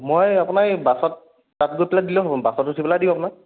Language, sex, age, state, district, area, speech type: Assamese, male, 18-30, Assam, Sonitpur, rural, conversation